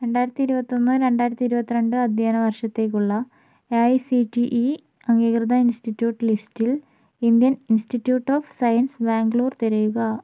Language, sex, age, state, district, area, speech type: Malayalam, female, 18-30, Kerala, Kozhikode, urban, read